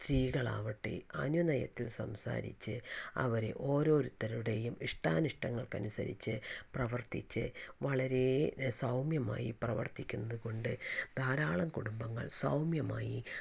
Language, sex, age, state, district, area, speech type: Malayalam, female, 45-60, Kerala, Palakkad, rural, spontaneous